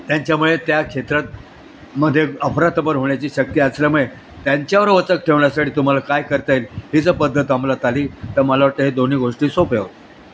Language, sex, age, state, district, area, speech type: Marathi, male, 60+, Maharashtra, Thane, urban, spontaneous